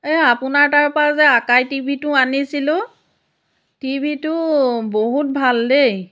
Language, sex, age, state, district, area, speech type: Assamese, female, 60+, Assam, Biswanath, rural, spontaneous